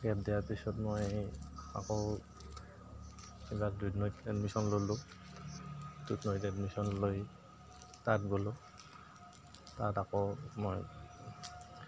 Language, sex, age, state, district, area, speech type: Assamese, male, 30-45, Assam, Goalpara, urban, spontaneous